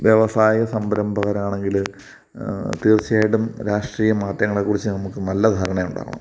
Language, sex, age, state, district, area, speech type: Malayalam, male, 30-45, Kerala, Kottayam, rural, spontaneous